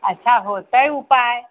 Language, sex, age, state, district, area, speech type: Maithili, female, 60+, Bihar, Sitamarhi, rural, conversation